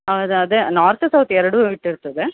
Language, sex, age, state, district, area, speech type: Kannada, female, 30-45, Karnataka, Bellary, rural, conversation